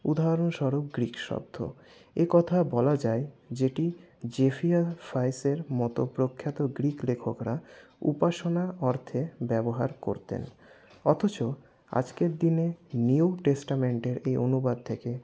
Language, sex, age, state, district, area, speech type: Bengali, male, 60+, West Bengal, Paschim Bardhaman, urban, spontaneous